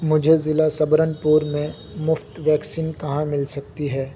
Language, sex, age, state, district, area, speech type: Urdu, male, 18-30, Uttar Pradesh, Saharanpur, urban, read